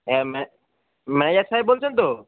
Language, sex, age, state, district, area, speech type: Bengali, male, 45-60, West Bengal, Hooghly, rural, conversation